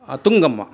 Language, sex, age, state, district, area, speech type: Sanskrit, male, 45-60, Karnataka, Kolar, urban, spontaneous